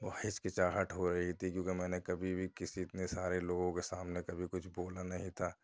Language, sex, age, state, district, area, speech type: Urdu, male, 30-45, Delhi, Central Delhi, urban, spontaneous